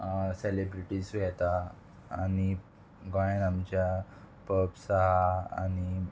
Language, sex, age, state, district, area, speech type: Goan Konkani, male, 18-30, Goa, Murmgao, urban, spontaneous